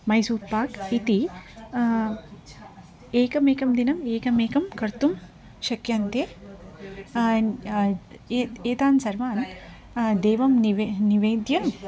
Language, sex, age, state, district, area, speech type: Sanskrit, female, 30-45, Andhra Pradesh, Krishna, urban, spontaneous